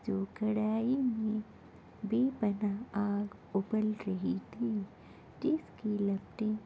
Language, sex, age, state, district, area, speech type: Urdu, female, 30-45, Delhi, Central Delhi, urban, spontaneous